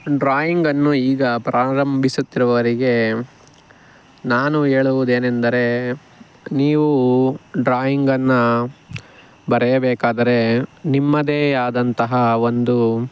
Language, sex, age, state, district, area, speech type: Kannada, male, 45-60, Karnataka, Chikkaballapur, rural, spontaneous